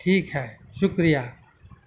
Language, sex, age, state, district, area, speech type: Urdu, male, 60+, Bihar, Gaya, urban, spontaneous